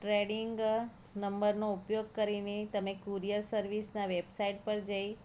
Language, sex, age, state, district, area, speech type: Gujarati, female, 30-45, Gujarat, Kheda, rural, spontaneous